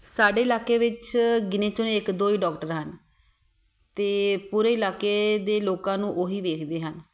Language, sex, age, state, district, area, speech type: Punjabi, female, 30-45, Punjab, Tarn Taran, urban, spontaneous